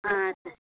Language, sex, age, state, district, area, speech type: Telugu, female, 45-60, Andhra Pradesh, Annamaya, rural, conversation